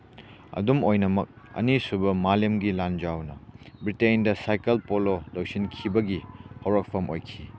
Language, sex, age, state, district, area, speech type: Manipuri, male, 18-30, Manipur, Churachandpur, rural, read